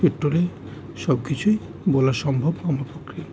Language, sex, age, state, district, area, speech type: Bengali, male, 30-45, West Bengal, Howrah, urban, spontaneous